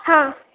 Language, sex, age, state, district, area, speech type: Marathi, female, 18-30, Maharashtra, Kolhapur, urban, conversation